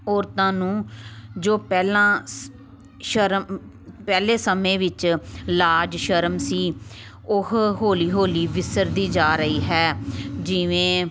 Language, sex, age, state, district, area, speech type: Punjabi, female, 30-45, Punjab, Tarn Taran, urban, spontaneous